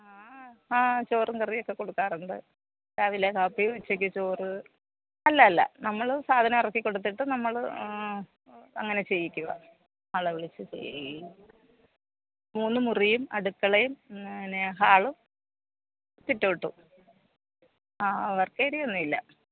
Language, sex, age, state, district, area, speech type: Malayalam, female, 60+, Kerala, Alappuzha, rural, conversation